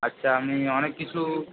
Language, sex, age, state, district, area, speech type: Bengali, male, 30-45, West Bengal, Purba Medinipur, rural, conversation